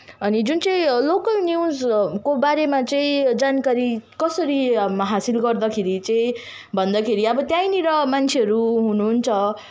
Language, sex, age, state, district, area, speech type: Nepali, female, 18-30, West Bengal, Kalimpong, rural, spontaneous